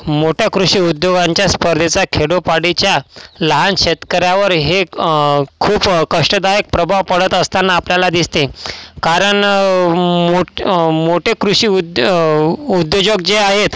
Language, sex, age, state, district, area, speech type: Marathi, male, 18-30, Maharashtra, Washim, rural, spontaneous